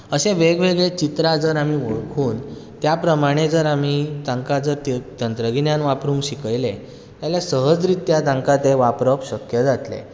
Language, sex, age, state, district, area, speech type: Goan Konkani, male, 18-30, Goa, Bardez, urban, spontaneous